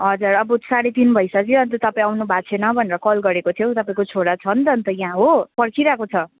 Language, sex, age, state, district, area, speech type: Nepali, female, 18-30, West Bengal, Kalimpong, rural, conversation